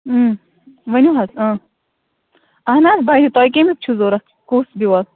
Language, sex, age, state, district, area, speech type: Kashmiri, female, 18-30, Jammu and Kashmir, Kupwara, rural, conversation